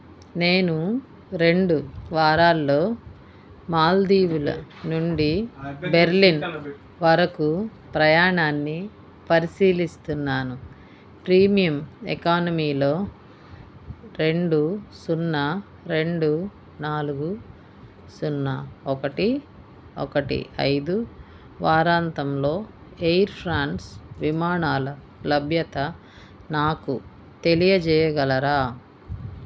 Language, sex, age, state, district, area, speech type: Telugu, female, 45-60, Andhra Pradesh, Bapatla, rural, read